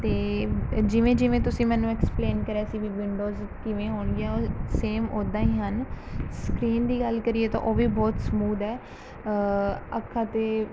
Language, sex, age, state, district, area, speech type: Punjabi, female, 18-30, Punjab, Mohali, rural, spontaneous